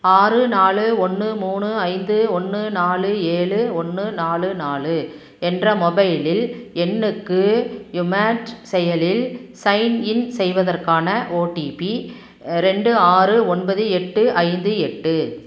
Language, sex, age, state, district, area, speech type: Tamil, female, 45-60, Tamil Nadu, Tiruppur, rural, read